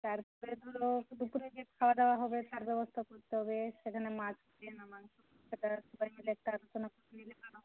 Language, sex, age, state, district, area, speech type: Bengali, female, 60+, West Bengal, Jhargram, rural, conversation